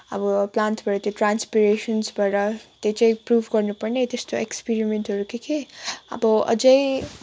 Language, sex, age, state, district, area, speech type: Nepali, female, 18-30, West Bengal, Kalimpong, rural, spontaneous